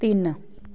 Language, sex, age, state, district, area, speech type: Punjabi, female, 18-30, Punjab, Patiala, rural, read